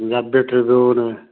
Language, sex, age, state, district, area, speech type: Punjabi, male, 45-60, Punjab, Fazilka, rural, conversation